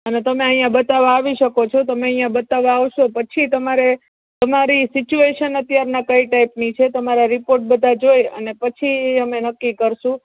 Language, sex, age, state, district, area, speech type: Gujarati, female, 30-45, Gujarat, Rajkot, urban, conversation